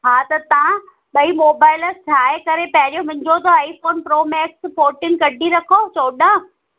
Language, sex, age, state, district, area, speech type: Sindhi, female, 45-60, Rajasthan, Ajmer, urban, conversation